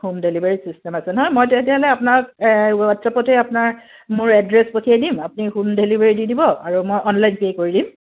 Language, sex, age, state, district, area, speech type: Assamese, female, 45-60, Assam, Dibrugarh, urban, conversation